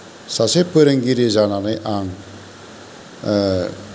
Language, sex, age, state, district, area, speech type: Bodo, male, 45-60, Assam, Kokrajhar, rural, spontaneous